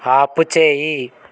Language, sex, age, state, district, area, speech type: Telugu, male, 18-30, Andhra Pradesh, Konaseema, rural, read